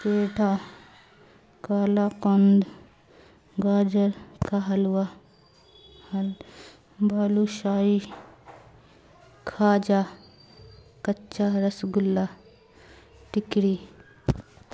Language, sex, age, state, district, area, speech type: Urdu, female, 45-60, Bihar, Darbhanga, rural, spontaneous